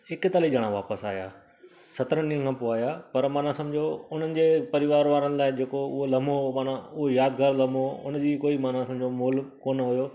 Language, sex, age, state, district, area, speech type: Sindhi, male, 45-60, Gujarat, Surat, urban, spontaneous